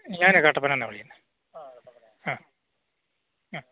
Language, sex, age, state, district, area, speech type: Malayalam, male, 45-60, Kerala, Idukki, rural, conversation